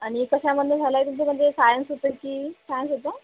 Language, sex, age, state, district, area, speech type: Marathi, female, 18-30, Maharashtra, Wardha, rural, conversation